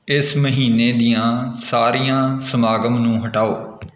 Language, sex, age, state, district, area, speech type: Punjabi, male, 30-45, Punjab, Kapurthala, rural, read